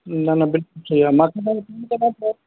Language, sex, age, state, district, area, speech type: Sindhi, male, 45-60, Delhi, South Delhi, urban, conversation